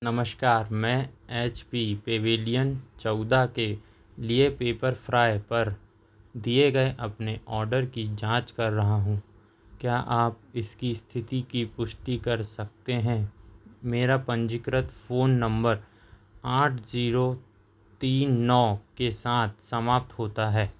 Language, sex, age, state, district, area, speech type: Hindi, male, 30-45, Madhya Pradesh, Seoni, urban, read